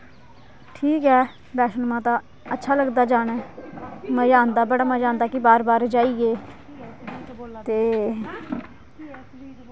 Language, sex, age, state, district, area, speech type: Dogri, female, 30-45, Jammu and Kashmir, Kathua, rural, spontaneous